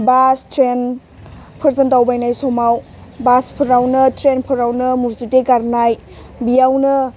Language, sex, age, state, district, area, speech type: Bodo, female, 30-45, Assam, Chirang, rural, spontaneous